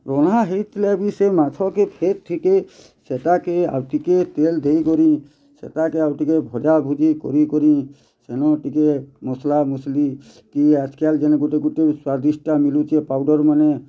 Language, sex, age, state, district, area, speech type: Odia, male, 30-45, Odisha, Bargarh, urban, spontaneous